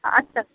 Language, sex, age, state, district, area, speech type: Bengali, female, 45-60, West Bengal, Paschim Medinipur, rural, conversation